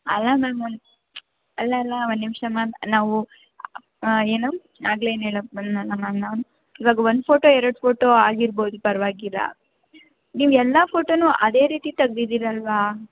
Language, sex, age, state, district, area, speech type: Kannada, female, 18-30, Karnataka, Bangalore Urban, urban, conversation